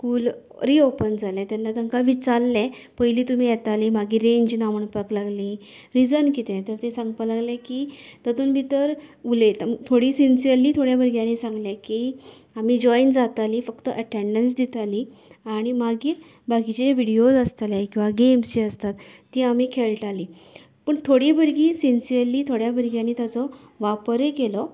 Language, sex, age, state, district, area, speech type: Goan Konkani, female, 30-45, Goa, Canacona, rural, spontaneous